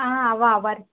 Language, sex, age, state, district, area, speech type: Kannada, female, 18-30, Karnataka, Gulbarga, rural, conversation